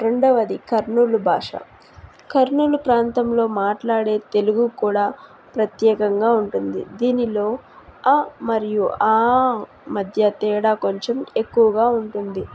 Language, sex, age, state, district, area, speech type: Telugu, female, 18-30, Andhra Pradesh, Nellore, rural, spontaneous